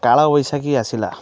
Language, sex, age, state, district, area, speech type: Odia, male, 30-45, Odisha, Kendrapara, urban, spontaneous